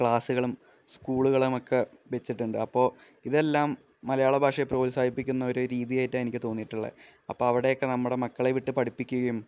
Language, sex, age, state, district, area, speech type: Malayalam, male, 18-30, Kerala, Thrissur, urban, spontaneous